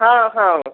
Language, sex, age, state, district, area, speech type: Odia, female, 45-60, Odisha, Gajapati, rural, conversation